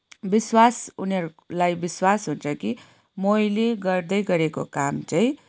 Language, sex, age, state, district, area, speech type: Nepali, female, 30-45, West Bengal, Kalimpong, rural, spontaneous